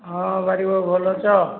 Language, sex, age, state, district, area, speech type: Odia, male, 18-30, Odisha, Boudh, rural, conversation